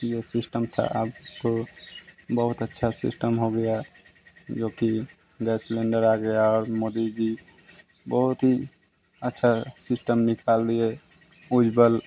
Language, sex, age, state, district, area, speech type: Hindi, male, 30-45, Bihar, Samastipur, urban, spontaneous